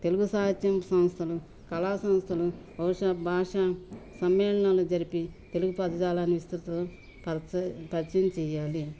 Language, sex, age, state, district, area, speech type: Telugu, female, 60+, Telangana, Ranga Reddy, rural, spontaneous